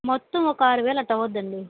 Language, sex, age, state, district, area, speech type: Telugu, female, 18-30, Andhra Pradesh, Kadapa, rural, conversation